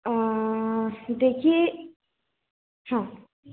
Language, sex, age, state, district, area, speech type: Hindi, female, 18-30, Madhya Pradesh, Balaghat, rural, conversation